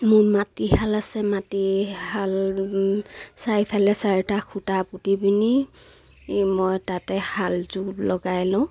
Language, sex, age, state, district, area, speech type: Assamese, female, 30-45, Assam, Sivasagar, rural, spontaneous